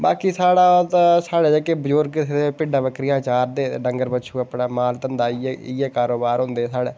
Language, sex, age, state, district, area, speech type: Dogri, male, 30-45, Jammu and Kashmir, Udhampur, rural, spontaneous